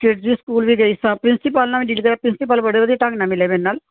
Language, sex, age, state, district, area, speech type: Punjabi, female, 60+, Punjab, Tarn Taran, urban, conversation